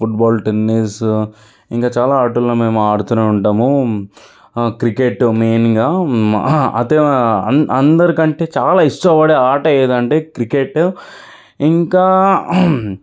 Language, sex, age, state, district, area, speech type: Telugu, male, 30-45, Telangana, Sangareddy, urban, spontaneous